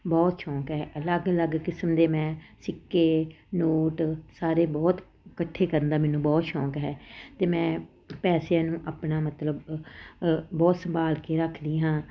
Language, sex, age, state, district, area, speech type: Punjabi, female, 45-60, Punjab, Ludhiana, urban, spontaneous